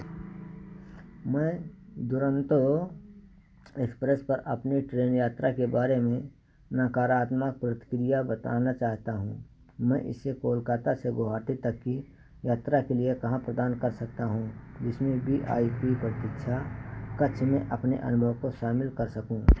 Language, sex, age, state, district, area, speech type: Hindi, male, 60+, Uttar Pradesh, Ayodhya, urban, read